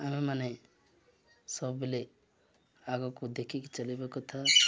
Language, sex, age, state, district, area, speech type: Odia, male, 45-60, Odisha, Nuapada, rural, spontaneous